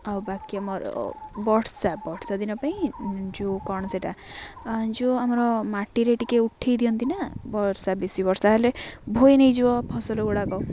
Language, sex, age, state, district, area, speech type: Odia, female, 18-30, Odisha, Jagatsinghpur, rural, spontaneous